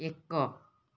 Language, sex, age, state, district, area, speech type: Odia, female, 45-60, Odisha, Balasore, rural, read